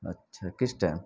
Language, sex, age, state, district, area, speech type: Urdu, male, 18-30, Bihar, Purnia, rural, spontaneous